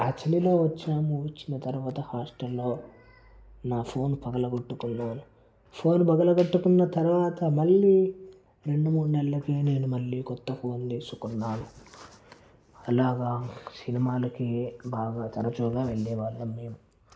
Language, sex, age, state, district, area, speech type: Telugu, male, 18-30, Telangana, Mancherial, rural, spontaneous